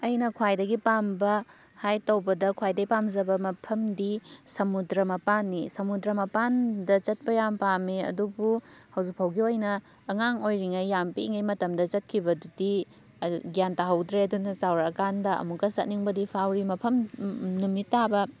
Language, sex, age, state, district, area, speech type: Manipuri, female, 18-30, Manipur, Thoubal, rural, spontaneous